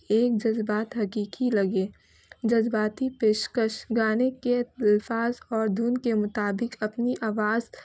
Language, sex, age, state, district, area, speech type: Urdu, female, 18-30, West Bengal, Kolkata, urban, spontaneous